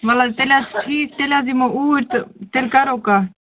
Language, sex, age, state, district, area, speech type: Kashmiri, other, 18-30, Jammu and Kashmir, Baramulla, rural, conversation